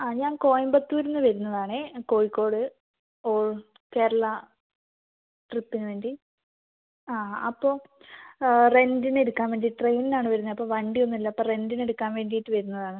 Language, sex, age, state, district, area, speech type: Malayalam, female, 30-45, Kerala, Kozhikode, urban, conversation